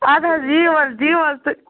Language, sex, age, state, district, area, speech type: Kashmiri, female, 18-30, Jammu and Kashmir, Budgam, rural, conversation